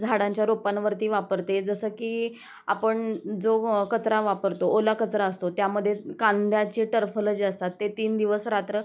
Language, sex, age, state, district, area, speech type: Marathi, female, 30-45, Maharashtra, Osmanabad, rural, spontaneous